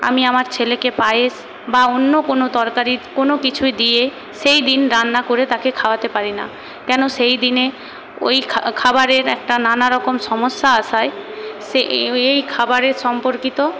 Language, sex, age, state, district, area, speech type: Bengali, female, 18-30, West Bengal, Paschim Medinipur, rural, spontaneous